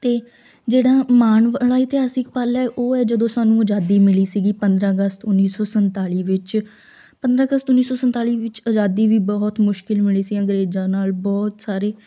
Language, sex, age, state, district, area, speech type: Punjabi, female, 18-30, Punjab, Shaheed Bhagat Singh Nagar, rural, spontaneous